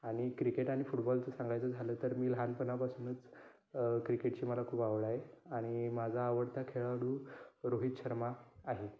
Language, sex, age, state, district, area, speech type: Marathi, male, 18-30, Maharashtra, Kolhapur, rural, spontaneous